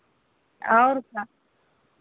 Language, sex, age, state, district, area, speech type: Hindi, female, 60+, Uttar Pradesh, Sitapur, rural, conversation